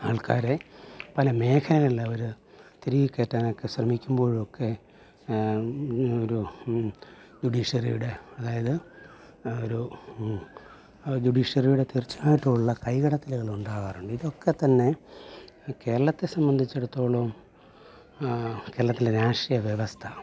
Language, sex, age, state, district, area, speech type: Malayalam, male, 45-60, Kerala, Alappuzha, urban, spontaneous